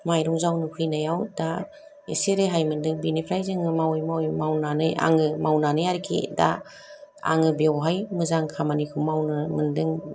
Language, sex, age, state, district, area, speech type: Bodo, female, 30-45, Assam, Kokrajhar, urban, spontaneous